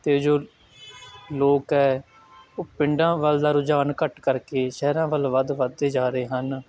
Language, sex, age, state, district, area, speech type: Punjabi, male, 18-30, Punjab, Shaheed Bhagat Singh Nagar, rural, spontaneous